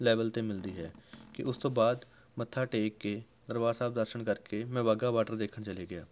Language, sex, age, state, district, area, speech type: Punjabi, male, 18-30, Punjab, Rupnagar, rural, spontaneous